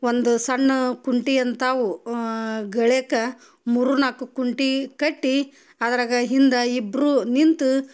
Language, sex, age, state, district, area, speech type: Kannada, female, 30-45, Karnataka, Gadag, rural, spontaneous